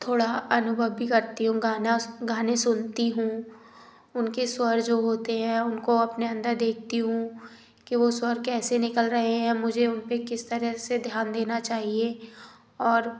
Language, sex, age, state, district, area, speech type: Hindi, female, 18-30, Madhya Pradesh, Gwalior, urban, spontaneous